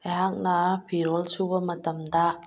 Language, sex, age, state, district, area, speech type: Manipuri, female, 45-60, Manipur, Bishnupur, rural, spontaneous